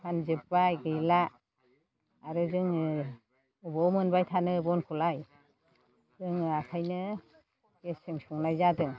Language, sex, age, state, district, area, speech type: Bodo, female, 60+, Assam, Chirang, rural, spontaneous